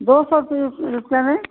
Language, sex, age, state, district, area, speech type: Hindi, female, 60+, Uttar Pradesh, Mau, rural, conversation